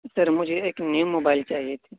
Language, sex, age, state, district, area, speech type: Urdu, male, 18-30, Uttar Pradesh, Saharanpur, urban, conversation